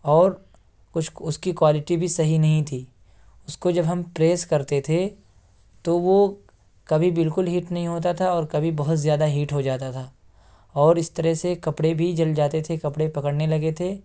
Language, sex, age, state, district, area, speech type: Urdu, male, 18-30, Uttar Pradesh, Ghaziabad, urban, spontaneous